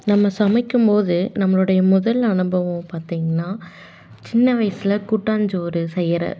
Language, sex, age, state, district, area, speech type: Tamil, female, 18-30, Tamil Nadu, Salem, urban, spontaneous